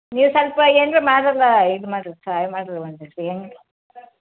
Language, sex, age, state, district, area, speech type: Kannada, female, 60+, Karnataka, Belgaum, rural, conversation